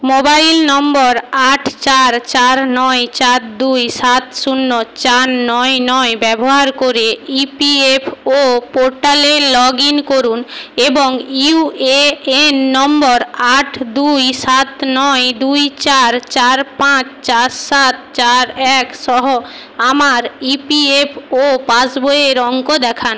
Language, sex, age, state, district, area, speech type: Bengali, female, 60+, West Bengal, Jhargram, rural, read